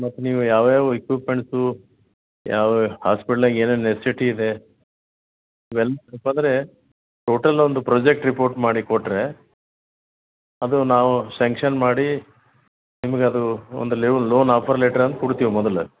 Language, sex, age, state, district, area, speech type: Kannada, male, 60+, Karnataka, Gulbarga, urban, conversation